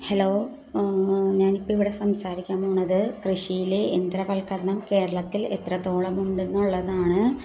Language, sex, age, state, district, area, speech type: Malayalam, female, 30-45, Kerala, Kozhikode, rural, spontaneous